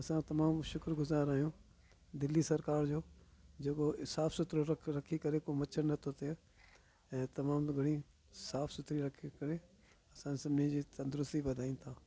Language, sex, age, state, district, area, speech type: Sindhi, male, 60+, Delhi, South Delhi, urban, spontaneous